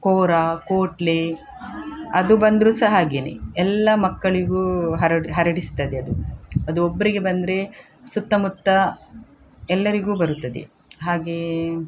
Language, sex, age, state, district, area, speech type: Kannada, female, 60+, Karnataka, Udupi, rural, spontaneous